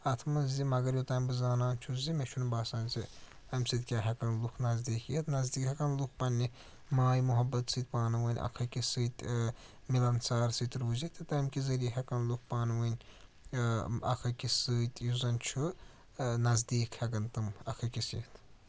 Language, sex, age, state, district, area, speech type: Kashmiri, male, 18-30, Jammu and Kashmir, Srinagar, urban, spontaneous